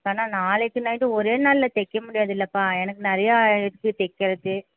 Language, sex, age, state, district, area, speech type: Tamil, female, 30-45, Tamil Nadu, Erode, rural, conversation